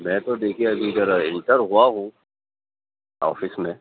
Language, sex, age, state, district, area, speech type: Urdu, male, 30-45, Telangana, Hyderabad, urban, conversation